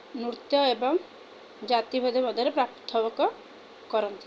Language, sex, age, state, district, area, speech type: Odia, female, 30-45, Odisha, Kendrapara, urban, spontaneous